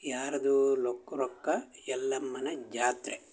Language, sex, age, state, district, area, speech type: Kannada, male, 60+, Karnataka, Shimoga, rural, spontaneous